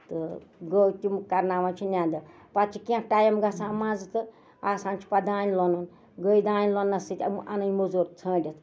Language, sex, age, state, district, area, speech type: Kashmiri, female, 60+, Jammu and Kashmir, Ganderbal, rural, spontaneous